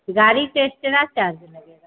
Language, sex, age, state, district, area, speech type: Hindi, female, 45-60, Bihar, Begusarai, rural, conversation